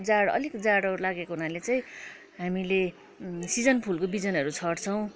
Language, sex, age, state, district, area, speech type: Nepali, female, 60+, West Bengal, Kalimpong, rural, spontaneous